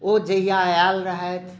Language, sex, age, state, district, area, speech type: Maithili, male, 60+, Bihar, Madhubani, rural, spontaneous